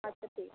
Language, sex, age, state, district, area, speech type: Bengali, female, 30-45, West Bengal, Jhargram, rural, conversation